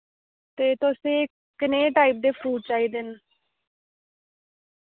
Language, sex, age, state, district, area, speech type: Dogri, female, 18-30, Jammu and Kashmir, Reasi, rural, conversation